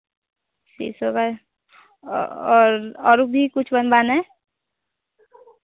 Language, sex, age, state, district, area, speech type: Hindi, female, 18-30, Bihar, Vaishali, rural, conversation